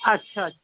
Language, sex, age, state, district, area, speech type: Urdu, female, 45-60, Uttar Pradesh, Rampur, urban, conversation